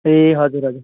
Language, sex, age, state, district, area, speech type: Nepali, male, 45-60, West Bengal, Kalimpong, rural, conversation